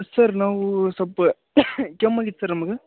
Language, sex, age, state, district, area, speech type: Kannada, male, 30-45, Karnataka, Gadag, rural, conversation